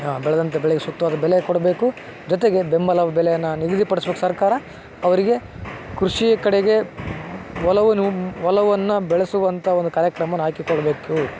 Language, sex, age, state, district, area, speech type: Kannada, male, 18-30, Karnataka, Koppal, rural, spontaneous